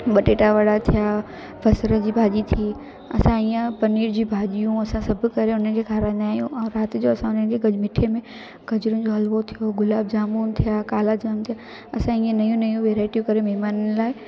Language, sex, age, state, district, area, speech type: Sindhi, female, 18-30, Gujarat, Junagadh, rural, spontaneous